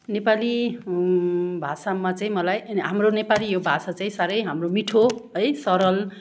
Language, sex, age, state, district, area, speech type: Nepali, female, 45-60, West Bengal, Darjeeling, rural, spontaneous